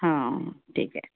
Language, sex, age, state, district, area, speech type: Marathi, female, 60+, Maharashtra, Thane, rural, conversation